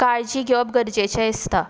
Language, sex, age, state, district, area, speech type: Goan Konkani, female, 18-30, Goa, Tiswadi, rural, spontaneous